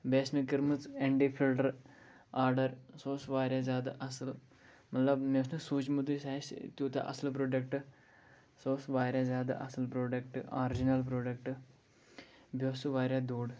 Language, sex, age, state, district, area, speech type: Kashmiri, male, 18-30, Jammu and Kashmir, Pulwama, urban, spontaneous